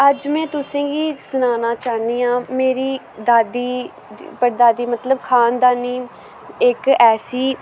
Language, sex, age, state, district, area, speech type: Dogri, female, 18-30, Jammu and Kashmir, Udhampur, rural, spontaneous